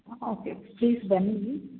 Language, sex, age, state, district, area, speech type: Kannada, female, 18-30, Karnataka, Hassan, urban, conversation